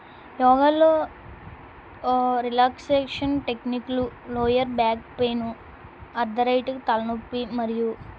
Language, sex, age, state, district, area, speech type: Telugu, female, 18-30, Andhra Pradesh, Eluru, rural, spontaneous